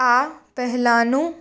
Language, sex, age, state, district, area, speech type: Gujarati, female, 18-30, Gujarat, Surat, urban, read